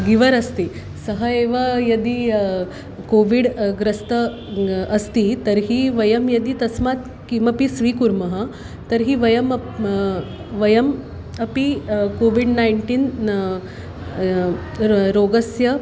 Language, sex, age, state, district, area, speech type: Sanskrit, female, 30-45, Maharashtra, Nagpur, urban, spontaneous